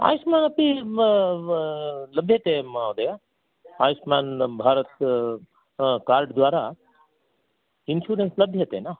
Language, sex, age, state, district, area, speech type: Sanskrit, male, 60+, Karnataka, Bangalore Urban, urban, conversation